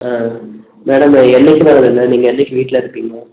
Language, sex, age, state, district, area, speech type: Tamil, male, 18-30, Tamil Nadu, Erode, rural, conversation